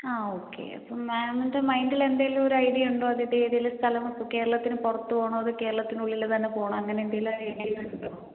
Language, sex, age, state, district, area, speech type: Malayalam, female, 18-30, Kerala, Kottayam, rural, conversation